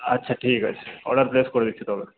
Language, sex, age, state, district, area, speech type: Bengali, male, 30-45, West Bengal, Paschim Bardhaman, urban, conversation